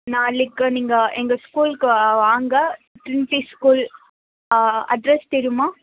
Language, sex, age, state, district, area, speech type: Tamil, female, 18-30, Tamil Nadu, Krishnagiri, rural, conversation